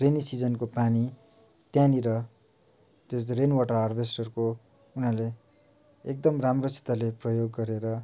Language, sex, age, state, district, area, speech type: Nepali, male, 45-60, West Bengal, Darjeeling, rural, spontaneous